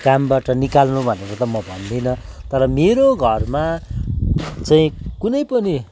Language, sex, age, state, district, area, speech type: Nepali, male, 45-60, West Bengal, Kalimpong, rural, spontaneous